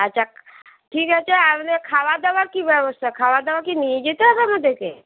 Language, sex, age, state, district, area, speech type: Bengali, female, 60+, West Bengal, Dakshin Dinajpur, rural, conversation